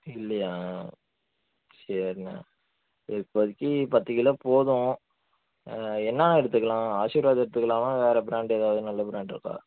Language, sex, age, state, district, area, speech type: Tamil, male, 18-30, Tamil Nadu, Nagapattinam, rural, conversation